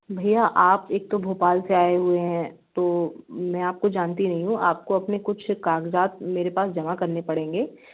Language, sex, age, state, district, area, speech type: Hindi, female, 30-45, Madhya Pradesh, Gwalior, urban, conversation